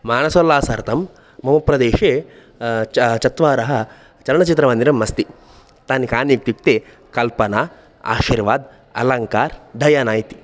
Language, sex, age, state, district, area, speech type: Sanskrit, male, 18-30, Karnataka, Dakshina Kannada, rural, spontaneous